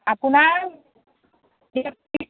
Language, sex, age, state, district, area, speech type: Assamese, female, 18-30, Assam, Majuli, urban, conversation